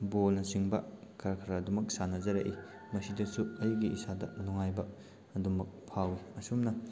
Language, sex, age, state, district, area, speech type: Manipuri, male, 18-30, Manipur, Thoubal, rural, spontaneous